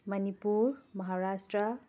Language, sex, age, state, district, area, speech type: Manipuri, female, 45-60, Manipur, Tengnoupal, rural, spontaneous